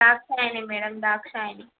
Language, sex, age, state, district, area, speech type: Telugu, female, 18-30, Andhra Pradesh, Visakhapatnam, urban, conversation